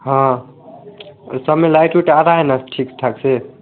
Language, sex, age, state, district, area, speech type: Hindi, male, 18-30, Bihar, Vaishali, rural, conversation